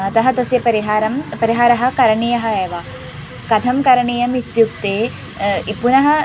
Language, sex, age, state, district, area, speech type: Sanskrit, female, 18-30, Kerala, Thrissur, urban, spontaneous